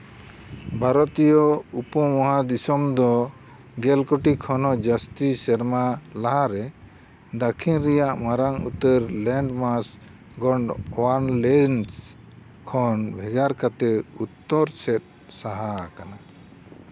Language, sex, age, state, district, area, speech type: Santali, male, 60+, West Bengal, Jhargram, rural, read